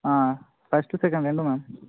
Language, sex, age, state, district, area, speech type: Telugu, male, 18-30, Telangana, Suryapet, urban, conversation